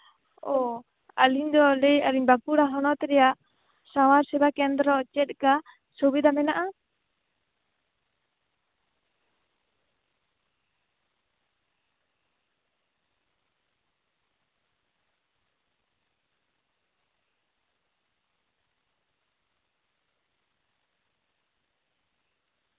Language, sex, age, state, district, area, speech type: Santali, female, 18-30, West Bengal, Bankura, rural, conversation